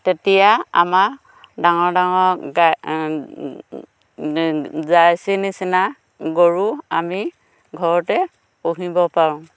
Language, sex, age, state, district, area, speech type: Assamese, female, 45-60, Assam, Dhemaji, rural, spontaneous